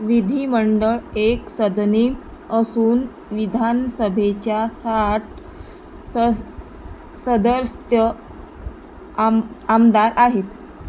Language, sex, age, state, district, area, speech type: Marathi, female, 30-45, Maharashtra, Nagpur, rural, read